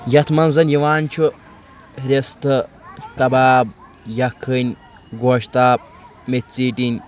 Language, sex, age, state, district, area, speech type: Kashmiri, male, 18-30, Jammu and Kashmir, Kulgam, rural, spontaneous